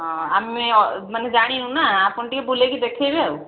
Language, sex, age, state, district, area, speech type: Odia, female, 45-60, Odisha, Kandhamal, rural, conversation